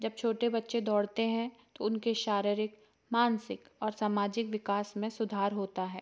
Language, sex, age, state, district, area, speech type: Hindi, female, 30-45, Madhya Pradesh, Jabalpur, urban, spontaneous